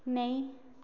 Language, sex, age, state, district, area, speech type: Dogri, male, 18-30, Jammu and Kashmir, Reasi, rural, read